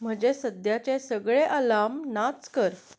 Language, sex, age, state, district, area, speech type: Goan Konkani, female, 30-45, Goa, Canacona, urban, read